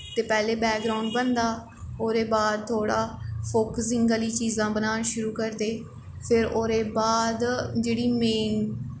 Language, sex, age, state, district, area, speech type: Dogri, female, 18-30, Jammu and Kashmir, Jammu, urban, spontaneous